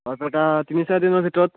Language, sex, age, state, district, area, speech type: Assamese, male, 18-30, Assam, Barpeta, rural, conversation